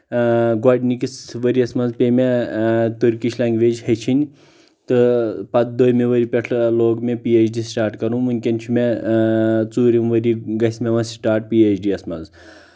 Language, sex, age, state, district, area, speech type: Kashmiri, male, 30-45, Jammu and Kashmir, Shopian, rural, spontaneous